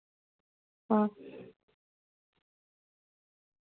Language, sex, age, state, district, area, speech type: Dogri, female, 30-45, Jammu and Kashmir, Samba, urban, conversation